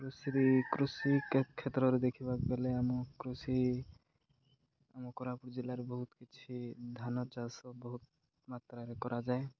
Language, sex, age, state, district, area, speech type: Odia, male, 18-30, Odisha, Koraput, urban, spontaneous